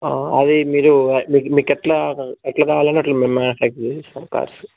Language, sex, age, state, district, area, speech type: Telugu, male, 60+, Andhra Pradesh, Chittoor, rural, conversation